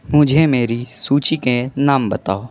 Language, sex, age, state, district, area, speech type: Hindi, male, 30-45, Uttar Pradesh, Sonbhadra, rural, read